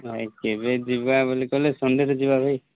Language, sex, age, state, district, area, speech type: Odia, male, 30-45, Odisha, Koraput, urban, conversation